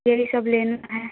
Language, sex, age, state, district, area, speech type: Hindi, female, 18-30, Uttar Pradesh, Prayagraj, rural, conversation